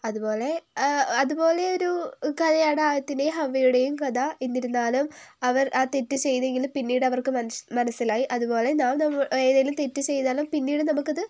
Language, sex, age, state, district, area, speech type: Malayalam, female, 18-30, Kerala, Wayanad, rural, spontaneous